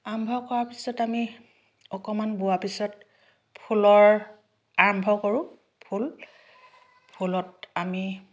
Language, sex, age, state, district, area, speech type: Assamese, female, 60+, Assam, Dhemaji, urban, spontaneous